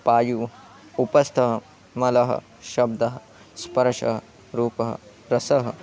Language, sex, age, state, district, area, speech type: Sanskrit, male, 18-30, Madhya Pradesh, Chhindwara, rural, spontaneous